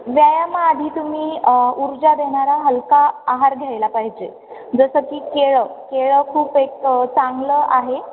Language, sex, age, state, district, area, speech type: Marathi, female, 18-30, Maharashtra, Ahmednagar, urban, conversation